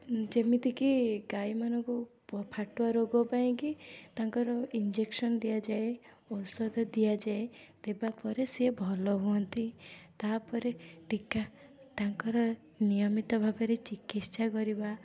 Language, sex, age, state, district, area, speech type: Odia, female, 18-30, Odisha, Puri, urban, spontaneous